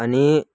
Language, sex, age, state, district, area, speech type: Nepali, male, 18-30, West Bengal, Kalimpong, rural, spontaneous